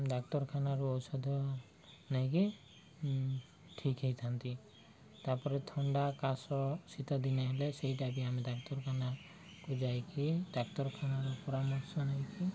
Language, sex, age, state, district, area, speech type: Odia, male, 30-45, Odisha, Koraput, urban, spontaneous